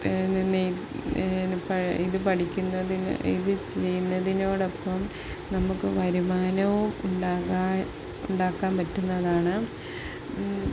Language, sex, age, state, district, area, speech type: Malayalam, female, 30-45, Kerala, Palakkad, rural, spontaneous